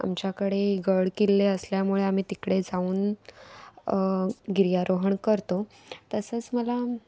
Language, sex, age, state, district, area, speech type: Marathi, female, 18-30, Maharashtra, Raigad, rural, spontaneous